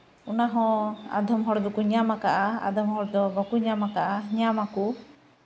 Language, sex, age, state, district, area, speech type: Santali, female, 30-45, West Bengal, Malda, rural, spontaneous